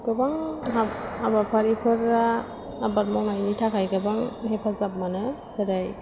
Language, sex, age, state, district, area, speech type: Bodo, female, 30-45, Assam, Chirang, urban, spontaneous